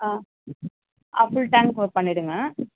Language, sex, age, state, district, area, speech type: Tamil, female, 30-45, Tamil Nadu, Chennai, urban, conversation